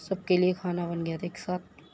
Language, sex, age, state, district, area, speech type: Urdu, female, 18-30, Delhi, Central Delhi, urban, spontaneous